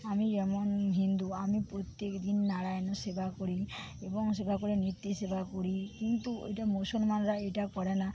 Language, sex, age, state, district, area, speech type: Bengali, female, 45-60, West Bengal, Paschim Medinipur, rural, spontaneous